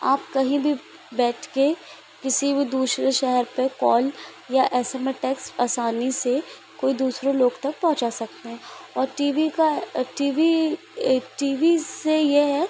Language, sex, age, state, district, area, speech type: Hindi, female, 18-30, Madhya Pradesh, Chhindwara, urban, spontaneous